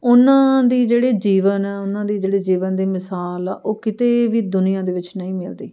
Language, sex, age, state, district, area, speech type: Punjabi, female, 30-45, Punjab, Amritsar, urban, spontaneous